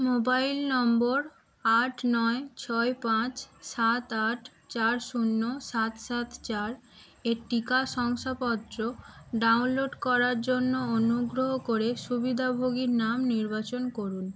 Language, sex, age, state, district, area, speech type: Bengali, female, 18-30, West Bengal, Howrah, urban, read